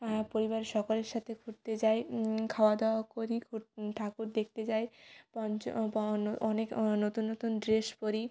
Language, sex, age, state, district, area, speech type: Bengali, female, 18-30, West Bengal, Jalpaiguri, rural, spontaneous